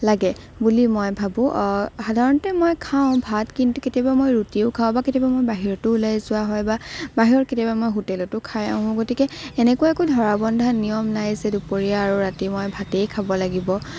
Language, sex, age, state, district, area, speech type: Assamese, female, 18-30, Assam, Morigaon, rural, spontaneous